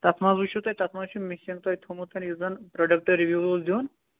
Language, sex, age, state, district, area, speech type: Kashmiri, male, 30-45, Jammu and Kashmir, Shopian, rural, conversation